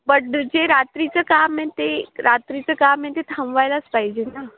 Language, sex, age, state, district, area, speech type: Marathi, female, 18-30, Maharashtra, Nashik, urban, conversation